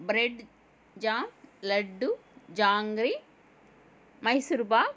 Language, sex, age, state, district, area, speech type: Telugu, female, 30-45, Andhra Pradesh, Kadapa, rural, spontaneous